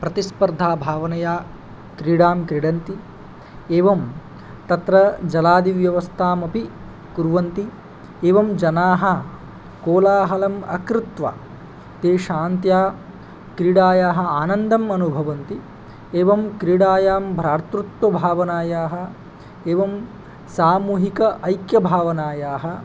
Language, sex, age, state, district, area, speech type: Sanskrit, male, 18-30, Odisha, Angul, rural, spontaneous